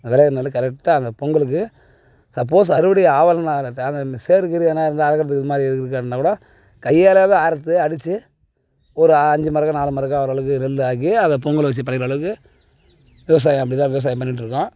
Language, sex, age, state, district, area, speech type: Tamil, male, 30-45, Tamil Nadu, Tiruvannamalai, rural, spontaneous